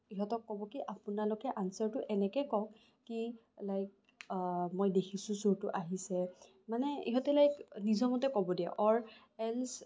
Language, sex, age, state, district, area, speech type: Assamese, female, 18-30, Assam, Kamrup Metropolitan, urban, spontaneous